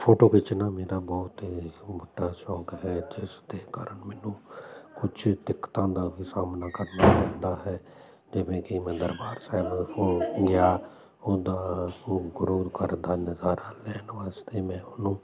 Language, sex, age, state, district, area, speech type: Punjabi, male, 45-60, Punjab, Jalandhar, urban, spontaneous